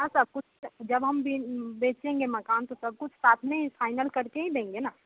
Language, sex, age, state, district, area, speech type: Hindi, female, 18-30, Bihar, Muzaffarpur, urban, conversation